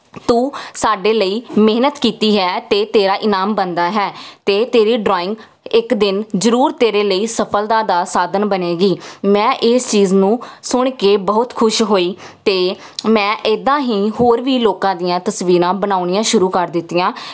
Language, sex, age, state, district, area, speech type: Punjabi, female, 18-30, Punjab, Jalandhar, urban, spontaneous